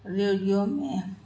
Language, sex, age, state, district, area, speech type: Urdu, other, 60+, Telangana, Hyderabad, urban, spontaneous